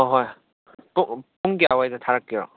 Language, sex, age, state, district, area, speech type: Manipuri, male, 18-30, Manipur, Churachandpur, rural, conversation